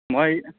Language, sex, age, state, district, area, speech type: Assamese, male, 18-30, Assam, Darrang, rural, conversation